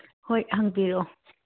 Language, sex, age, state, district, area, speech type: Manipuri, female, 45-60, Manipur, Churachandpur, urban, conversation